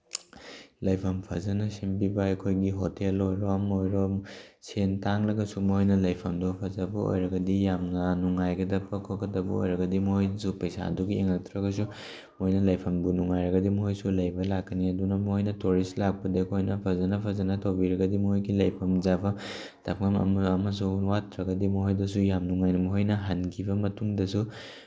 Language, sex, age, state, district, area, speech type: Manipuri, male, 18-30, Manipur, Tengnoupal, rural, spontaneous